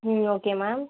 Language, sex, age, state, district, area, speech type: Tamil, female, 30-45, Tamil Nadu, Viluppuram, rural, conversation